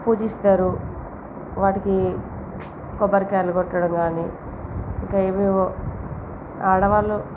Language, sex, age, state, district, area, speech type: Telugu, female, 30-45, Telangana, Jagtial, rural, spontaneous